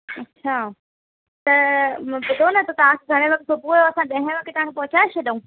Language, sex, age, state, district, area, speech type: Sindhi, female, 18-30, Madhya Pradesh, Katni, urban, conversation